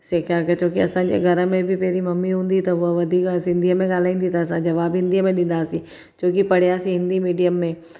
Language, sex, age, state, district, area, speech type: Sindhi, female, 45-60, Gujarat, Surat, urban, spontaneous